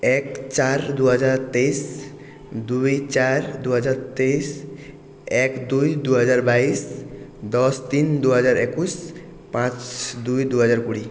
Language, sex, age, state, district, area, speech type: Bengali, male, 18-30, West Bengal, Purulia, urban, spontaneous